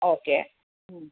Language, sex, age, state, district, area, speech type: Kannada, female, 60+, Karnataka, Chamarajanagar, urban, conversation